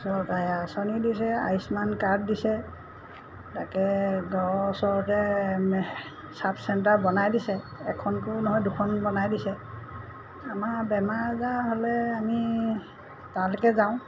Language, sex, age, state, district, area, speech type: Assamese, female, 60+, Assam, Golaghat, urban, spontaneous